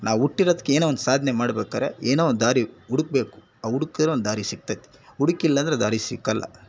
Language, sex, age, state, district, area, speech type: Kannada, male, 60+, Karnataka, Bangalore Rural, rural, spontaneous